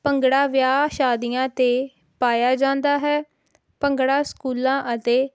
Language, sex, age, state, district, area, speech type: Punjabi, female, 18-30, Punjab, Hoshiarpur, rural, spontaneous